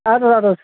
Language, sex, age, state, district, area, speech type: Kashmiri, male, 30-45, Jammu and Kashmir, Bandipora, rural, conversation